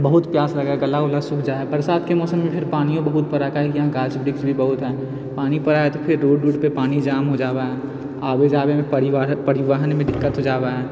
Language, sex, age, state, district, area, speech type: Maithili, male, 30-45, Bihar, Purnia, rural, spontaneous